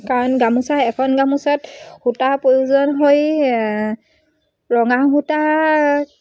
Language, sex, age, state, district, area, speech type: Assamese, female, 30-45, Assam, Dibrugarh, rural, spontaneous